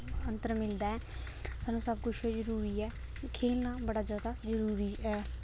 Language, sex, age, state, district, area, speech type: Dogri, female, 18-30, Jammu and Kashmir, Kathua, rural, spontaneous